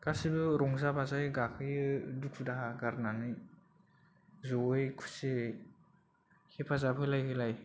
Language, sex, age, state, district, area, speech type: Bodo, male, 18-30, Assam, Kokrajhar, urban, spontaneous